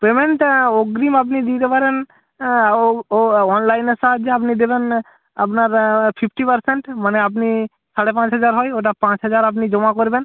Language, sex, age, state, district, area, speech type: Bengali, male, 18-30, West Bengal, Jalpaiguri, rural, conversation